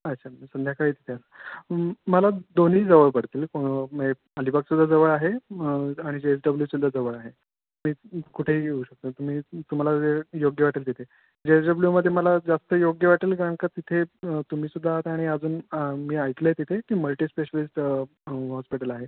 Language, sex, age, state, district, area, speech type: Marathi, male, 18-30, Maharashtra, Raigad, rural, conversation